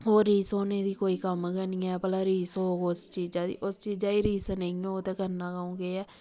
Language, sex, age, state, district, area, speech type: Dogri, female, 30-45, Jammu and Kashmir, Samba, rural, spontaneous